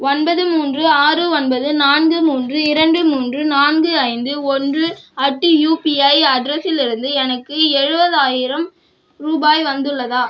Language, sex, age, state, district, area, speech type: Tamil, female, 18-30, Tamil Nadu, Cuddalore, rural, read